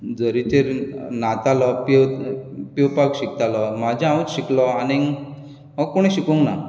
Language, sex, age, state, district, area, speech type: Goan Konkani, male, 45-60, Goa, Bardez, urban, spontaneous